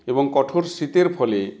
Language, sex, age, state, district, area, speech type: Bengali, male, 60+, West Bengal, South 24 Parganas, rural, spontaneous